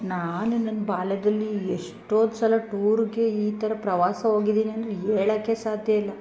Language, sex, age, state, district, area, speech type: Kannada, female, 30-45, Karnataka, Chikkamagaluru, rural, spontaneous